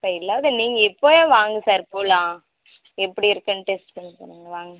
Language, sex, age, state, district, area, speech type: Tamil, female, 18-30, Tamil Nadu, Dharmapuri, rural, conversation